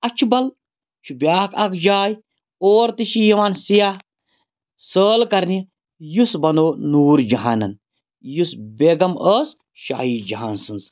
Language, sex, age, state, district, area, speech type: Kashmiri, male, 30-45, Jammu and Kashmir, Bandipora, rural, spontaneous